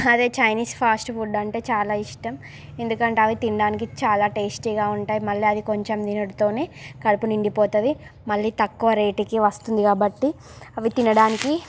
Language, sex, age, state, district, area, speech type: Telugu, female, 30-45, Andhra Pradesh, Srikakulam, urban, spontaneous